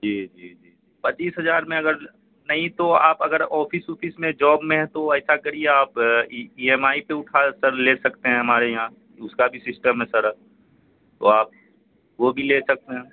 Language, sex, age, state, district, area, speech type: Urdu, male, 18-30, Bihar, Saharsa, urban, conversation